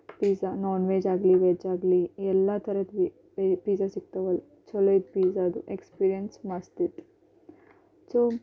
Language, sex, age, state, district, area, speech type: Kannada, female, 18-30, Karnataka, Bidar, urban, spontaneous